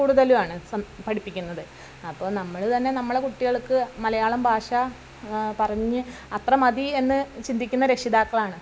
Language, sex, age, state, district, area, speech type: Malayalam, female, 45-60, Kerala, Malappuram, rural, spontaneous